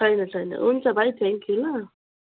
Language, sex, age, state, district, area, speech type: Nepali, female, 30-45, West Bengal, Jalpaiguri, urban, conversation